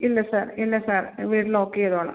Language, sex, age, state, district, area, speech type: Malayalam, female, 45-60, Kerala, Ernakulam, urban, conversation